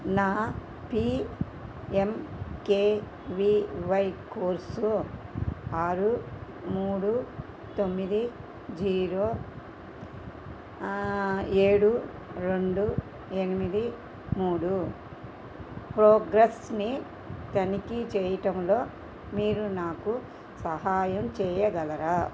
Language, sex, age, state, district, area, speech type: Telugu, female, 60+, Andhra Pradesh, Krishna, rural, read